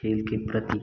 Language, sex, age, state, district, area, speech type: Hindi, male, 18-30, Uttar Pradesh, Prayagraj, rural, spontaneous